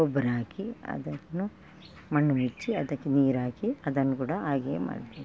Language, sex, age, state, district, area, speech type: Kannada, female, 45-60, Karnataka, Udupi, rural, spontaneous